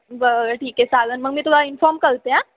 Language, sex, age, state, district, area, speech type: Marathi, female, 18-30, Maharashtra, Ahmednagar, rural, conversation